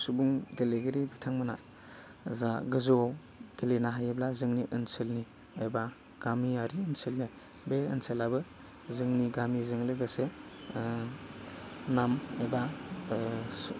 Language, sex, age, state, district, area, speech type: Bodo, male, 18-30, Assam, Baksa, rural, spontaneous